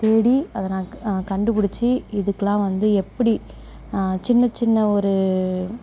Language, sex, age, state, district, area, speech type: Tamil, female, 18-30, Tamil Nadu, Perambalur, rural, spontaneous